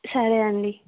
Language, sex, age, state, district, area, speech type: Telugu, female, 18-30, Andhra Pradesh, East Godavari, urban, conversation